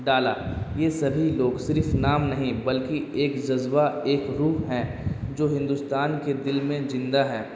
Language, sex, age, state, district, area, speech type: Urdu, male, 18-30, Bihar, Darbhanga, urban, spontaneous